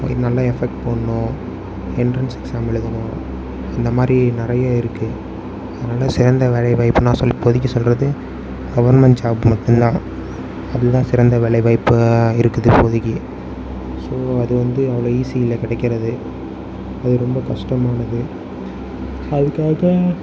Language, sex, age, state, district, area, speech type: Tamil, male, 18-30, Tamil Nadu, Mayiladuthurai, urban, spontaneous